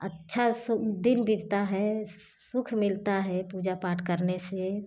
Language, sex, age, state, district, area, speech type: Hindi, female, 45-60, Uttar Pradesh, Jaunpur, rural, spontaneous